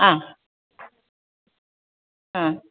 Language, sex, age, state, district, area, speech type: Malayalam, female, 60+, Kerala, Alappuzha, rural, conversation